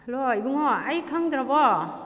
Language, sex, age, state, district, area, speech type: Manipuri, female, 45-60, Manipur, Kakching, rural, spontaneous